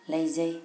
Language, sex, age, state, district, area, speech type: Manipuri, female, 45-60, Manipur, Thoubal, rural, spontaneous